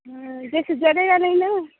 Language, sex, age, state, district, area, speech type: Hindi, female, 18-30, Uttar Pradesh, Ghazipur, rural, conversation